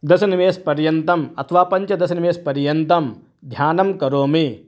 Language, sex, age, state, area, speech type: Sanskrit, male, 30-45, Maharashtra, urban, spontaneous